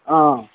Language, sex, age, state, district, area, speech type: Assamese, female, 60+, Assam, Morigaon, rural, conversation